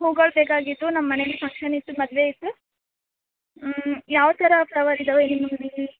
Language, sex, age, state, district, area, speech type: Kannada, female, 18-30, Karnataka, Gadag, rural, conversation